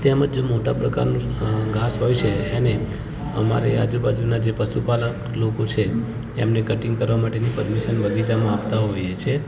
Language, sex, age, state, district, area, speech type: Gujarati, male, 30-45, Gujarat, Ahmedabad, urban, spontaneous